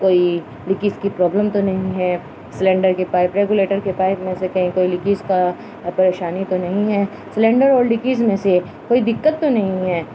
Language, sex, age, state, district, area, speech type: Urdu, female, 30-45, Uttar Pradesh, Muzaffarnagar, urban, spontaneous